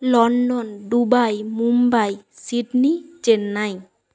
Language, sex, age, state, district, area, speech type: Bengali, female, 30-45, West Bengal, Jhargram, rural, spontaneous